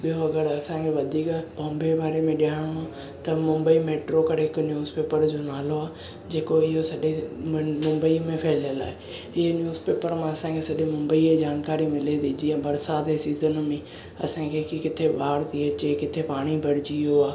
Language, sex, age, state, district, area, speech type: Sindhi, male, 18-30, Maharashtra, Thane, urban, spontaneous